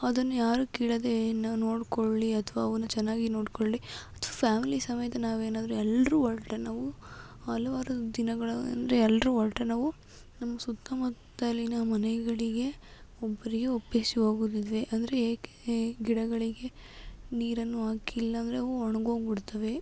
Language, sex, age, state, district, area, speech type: Kannada, female, 60+, Karnataka, Tumkur, rural, spontaneous